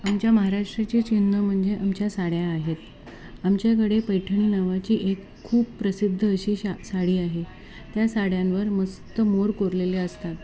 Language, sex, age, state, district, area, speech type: Marathi, female, 45-60, Maharashtra, Thane, rural, spontaneous